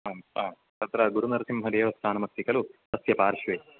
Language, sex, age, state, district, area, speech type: Sanskrit, male, 18-30, Karnataka, Udupi, rural, conversation